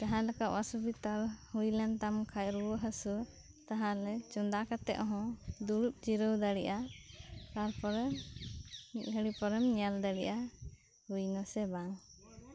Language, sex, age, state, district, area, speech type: Santali, other, 18-30, West Bengal, Birbhum, rural, spontaneous